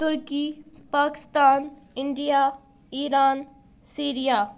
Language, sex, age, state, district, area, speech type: Kashmiri, female, 18-30, Jammu and Kashmir, Budgam, rural, spontaneous